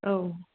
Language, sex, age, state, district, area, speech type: Bodo, female, 18-30, Assam, Kokrajhar, urban, conversation